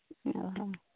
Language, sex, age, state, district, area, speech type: Santali, female, 30-45, Jharkhand, Seraikela Kharsawan, rural, conversation